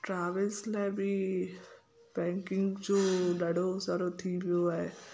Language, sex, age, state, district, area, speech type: Sindhi, female, 30-45, Gujarat, Kutch, urban, spontaneous